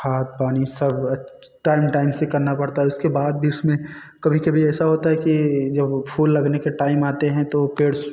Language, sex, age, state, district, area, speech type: Hindi, male, 18-30, Uttar Pradesh, Jaunpur, urban, spontaneous